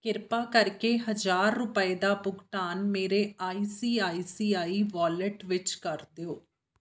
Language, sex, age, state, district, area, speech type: Punjabi, female, 30-45, Punjab, Amritsar, urban, read